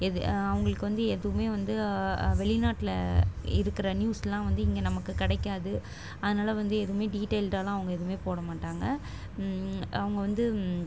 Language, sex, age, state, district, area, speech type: Tamil, female, 18-30, Tamil Nadu, Chennai, urban, spontaneous